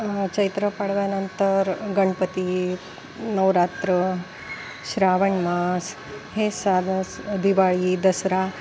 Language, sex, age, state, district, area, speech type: Marathi, female, 45-60, Maharashtra, Nanded, urban, spontaneous